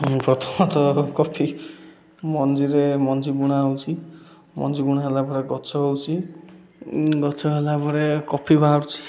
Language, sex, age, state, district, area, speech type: Odia, male, 18-30, Odisha, Koraput, urban, spontaneous